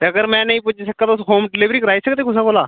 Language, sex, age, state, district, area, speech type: Dogri, male, 18-30, Jammu and Kashmir, Udhampur, urban, conversation